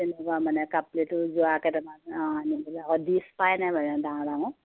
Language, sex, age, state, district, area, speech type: Assamese, female, 60+, Assam, Lakhimpur, rural, conversation